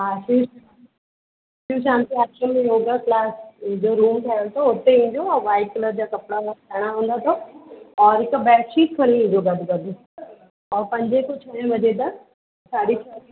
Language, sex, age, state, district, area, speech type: Sindhi, female, 45-60, Uttar Pradesh, Lucknow, urban, conversation